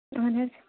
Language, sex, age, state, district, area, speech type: Kashmiri, female, 30-45, Jammu and Kashmir, Anantnag, rural, conversation